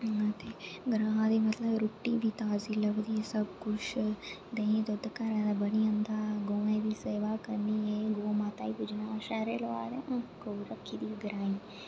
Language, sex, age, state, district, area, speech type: Dogri, female, 18-30, Jammu and Kashmir, Reasi, urban, spontaneous